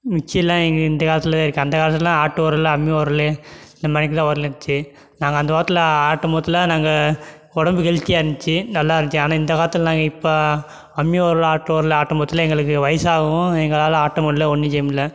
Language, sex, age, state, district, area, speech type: Tamil, male, 18-30, Tamil Nadu, Sivaganga, rural, spontaneous